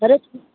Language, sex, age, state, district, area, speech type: Hindi, female, 30-45, Uttar Pradesh, Mirzapur, rural, conversation